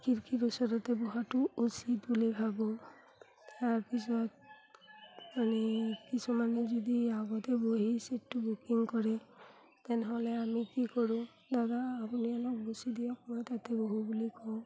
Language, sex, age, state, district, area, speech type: Assamese, female, 30-45, Assam, Udalguri, rural, spontaneous